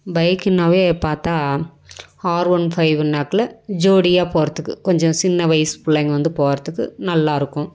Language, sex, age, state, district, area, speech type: Tamil, female, 45-60, Tamil Nadu, Dharmapuri, rural, spontaneous